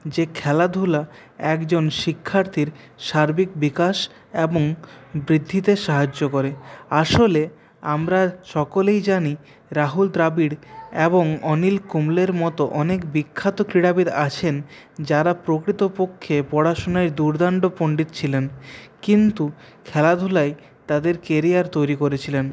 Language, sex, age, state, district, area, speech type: Bengali, male, 30-45, West Bengal, Purulia, urban, spontaneous